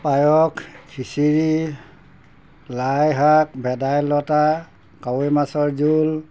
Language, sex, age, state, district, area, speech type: Assamese, male, 60+, Assam, Golaghat, urban, spontaneous